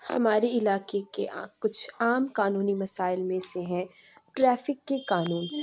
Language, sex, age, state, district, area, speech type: Urdu, female, 18-30, Uttar Pradesh, Lucknow, rural, spontaneous